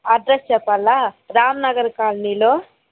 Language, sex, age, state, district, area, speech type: Telugu, female, 45-60, Andhra Pradesh, Chittoor, rural, conversation